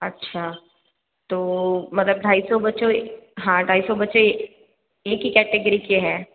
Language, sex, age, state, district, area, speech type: Hindi, female, 60+, Rajasthan, Jodhpur, urban, conversation